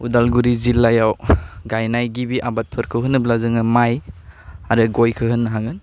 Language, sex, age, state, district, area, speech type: Bodo, male, 18-30, Assam, Udalguri, urban, spontaneous